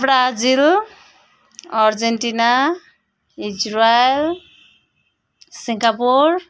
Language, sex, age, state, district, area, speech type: Nepali, female, 30-45, West Bengal, Darjeeling, rural, spontaneous